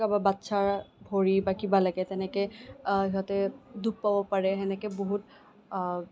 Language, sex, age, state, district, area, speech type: Assamese, female, 18-30, Assam, Kamrup Metropolitan, urban, spontaneous